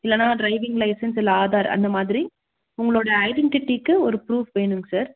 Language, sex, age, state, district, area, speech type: Tamil, female, 18-30, Tamil Nadu, Krishnagiri, rural, conversation